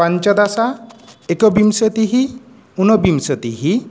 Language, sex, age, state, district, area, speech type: Sanskrit, male, 30-45, West Bengal, Murshidabad, rural, spontaneous